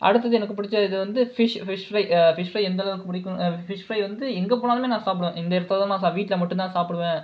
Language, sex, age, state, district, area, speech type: Tamil, male, 30-45, Tamil Nadu, Cuddalore, urban, spontaneous